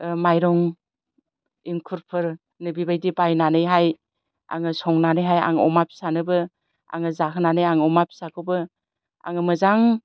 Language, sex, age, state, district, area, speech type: Bodo, female, 60+, Assam, Chirang, rural, spontaneous